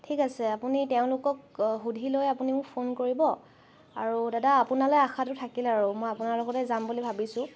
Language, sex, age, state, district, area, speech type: Assamese, female, 18-30, Assam, Charaideo, urban, spontaneous